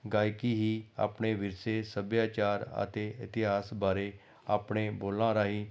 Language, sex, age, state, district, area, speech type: Punjabi, male, 45-60, Punjab, Amritsar, urban, spontaneous